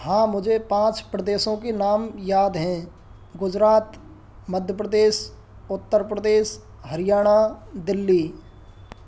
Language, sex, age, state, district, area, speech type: Hindi, male, 30-45, Rajasthan, Karauli, urban, spontaneous